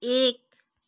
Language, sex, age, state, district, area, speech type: Nepali, female, 45-60, West Bengal, Kalimpong, rural, read